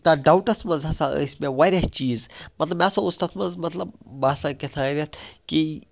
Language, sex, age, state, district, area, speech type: Kashmiri, male, 18-30, Jammu and Kashmir, Baramulla, rural, spontaneous